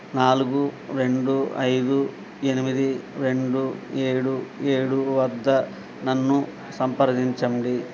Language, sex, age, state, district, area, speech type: Telugu, male, 60+, Andhra Pradesh, Eluru, rural, read